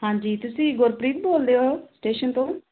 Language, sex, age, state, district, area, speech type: Punjabi, female, 30-45, Punjab, Tarn Taran, rural, conversation